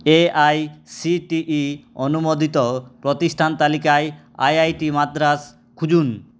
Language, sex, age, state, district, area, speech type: Bengali, male, 18-30, West Bengal, Purulia, rural, read